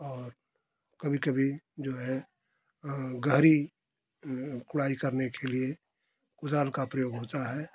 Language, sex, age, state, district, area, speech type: Hindi, male, 60+, Uttar Pradesh, Ghazipur, rural, spontaneous